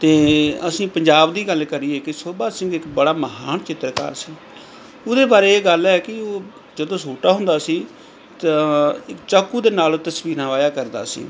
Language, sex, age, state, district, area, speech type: Punjabi, male, 45-60, Punjab, Pathankot, rural, spontaneous